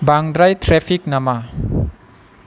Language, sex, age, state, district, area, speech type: Bodo, male, 30-45, Assam, Chirang, urban, read